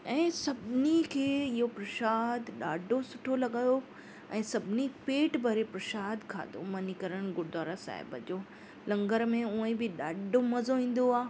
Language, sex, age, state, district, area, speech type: Sindhi, female, 30-45, Maharashtra, Mumbai Suburban, urban, spontaneous